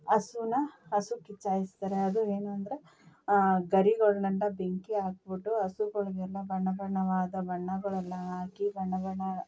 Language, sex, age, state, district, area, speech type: Kannada, female, 30-45, Karnataka, Mandya, rural, spontaneous